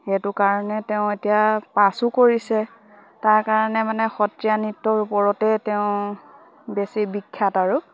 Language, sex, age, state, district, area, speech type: Assamese, female, 18-30, Assam, Lakhimpur, rural, spontaneous